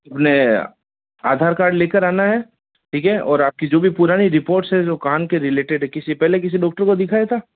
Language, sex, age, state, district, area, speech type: Hindi, male, 45-60, Rajasthan, Jodhpur, urban, conversation